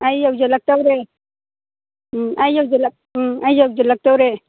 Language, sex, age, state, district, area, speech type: Manipuri, female, 60+, Manipur, Churachandpur, urban, conversation